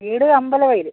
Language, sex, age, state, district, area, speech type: Malayalam, female, 60+, Kerala, Wayanad, rural, conversation